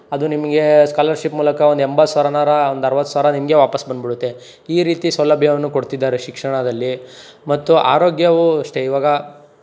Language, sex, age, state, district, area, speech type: Kannada, male, 18-30, Karnataka, Tumkur, rural, spontaneous